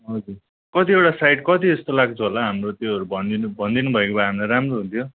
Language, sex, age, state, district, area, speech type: Nepali, male, 18-30, West Bengal, Kalimpong, rural, conversation